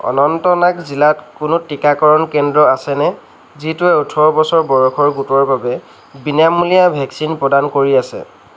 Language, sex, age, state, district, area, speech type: Assamese, male, 45-60, Assam, Lakhimpur, rural, read